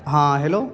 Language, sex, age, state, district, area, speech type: Urdu, male, 30-45, Delhi, North East Delhi, urban, spontaneous